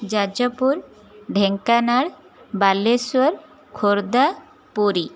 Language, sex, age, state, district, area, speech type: Odia, female, 30-45, Odisha, Jajpur, rural, spontaneous